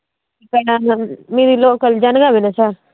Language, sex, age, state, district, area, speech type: Telugu, female, 30-45, Telangana, Jangaon, rural, conversation